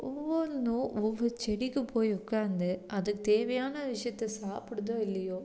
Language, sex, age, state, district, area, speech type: Tamil, female, 30-45, Tamil Nadu, Tiruppur, urban, spontaneous